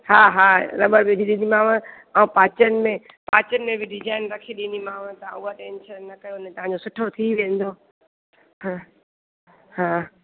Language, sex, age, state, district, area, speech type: Sindhi, female, 30-45, Gujarat, Junagadh, urban, conversation